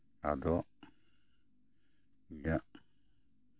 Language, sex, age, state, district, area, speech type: Santali, male, 60+, West Bengal, Bankura, rural, spontaneous